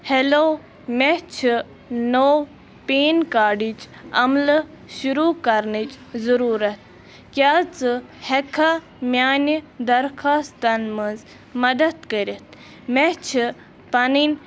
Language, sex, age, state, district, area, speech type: Kashmiri, female, 18-30, Jammu and Kashmir, Bandipora, rural, read